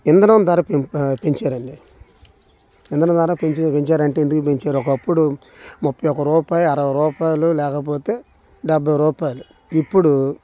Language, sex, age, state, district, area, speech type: Telugu, male, 30-45, Andhra Pradesh, Bapatla, urban, spontaneous